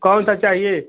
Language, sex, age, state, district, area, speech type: Hindi, male, 45-60, Uttar Pradesh, Chandauli, rural, conversation